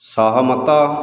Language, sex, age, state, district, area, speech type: Odia, male, 45-60, Odisha, Khordha, rural, read